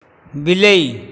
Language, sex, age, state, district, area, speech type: Odia, male, 60+, Odisha, Nayagarh, rural, read